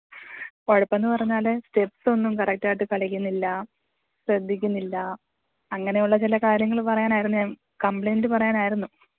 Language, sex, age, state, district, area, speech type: Malayalam, female, 30-45, Kerala, Pathanamthitta, rural, conversation